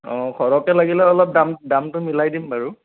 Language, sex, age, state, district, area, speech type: Assamese, male, 30-45, Assam, Sonitpur, rural, conversation